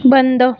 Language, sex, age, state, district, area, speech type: Marathi, female, 30-45, Maharashtra, Buldhana, rural, read